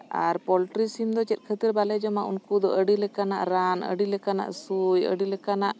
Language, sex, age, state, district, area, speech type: Santali, female, 30-45, Jharkhand, Bokaro, rural, spontaneous